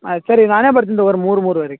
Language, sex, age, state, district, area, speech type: Kannada, male, 18-30, Karnataka, Gulbarga, urban, conversation